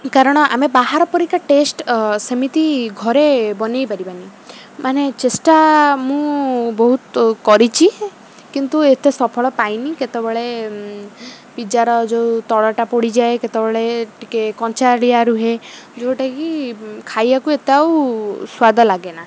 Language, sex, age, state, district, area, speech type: Odia, female, 45-60, Odisha, Rayagada, rural, spontaneous